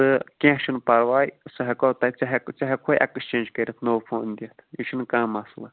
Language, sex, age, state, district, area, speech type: Kashmiri, male, 30-45, Jammu and Kashmir, Kulgam, rural, conversation